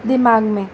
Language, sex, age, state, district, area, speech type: Sindhi, female, 30-45, Maharashtra, Mumbai Suburban, urban, spontaneous